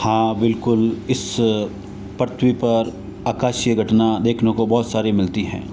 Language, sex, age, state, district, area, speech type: Hindi, male, 60+, Rajasthan, Jodhpur, urban, spontaneous